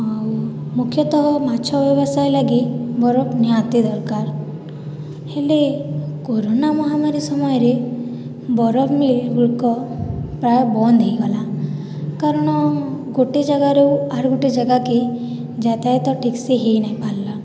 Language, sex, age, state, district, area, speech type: Odia, female, 45-60, Odisha, Boudh, rural, spontaneous